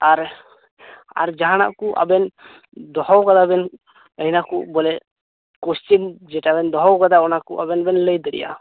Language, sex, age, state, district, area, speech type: Santali, male, 18-30, West Bengal, Birbhum, rural, conversation